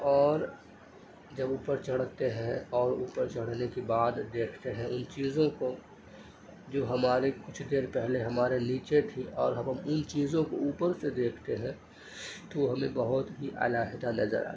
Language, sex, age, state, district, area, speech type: Urdu, male, 30-45, Uttar Pradesh, Gautam Buddha Nagar, urban, spontaneous